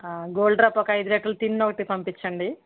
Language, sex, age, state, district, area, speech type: Telugu, female, 60+, Andhra Pradesh, East Godavari, rural, conversation